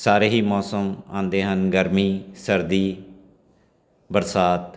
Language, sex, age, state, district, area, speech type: Punjabi, male, 45-60, Punjab, Fatehgarh Sahib, urban, spontaneous